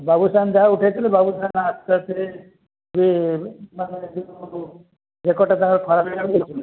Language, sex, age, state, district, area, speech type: Odia, male, 60+, Odisha, Jagatsinghpur, rural, conversation